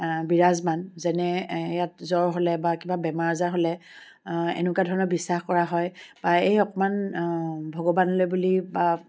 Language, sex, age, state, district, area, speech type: Assamese, female, 45-60, Assam, Charaideo, urban, spontaneous